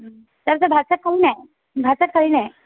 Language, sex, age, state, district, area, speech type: Assamese, female, 18-30, Assam, Tinsukia, urban, conversation